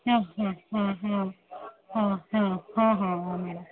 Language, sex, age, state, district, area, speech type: Odia, female, 60+, Odisha, Gajapati, rural, conversation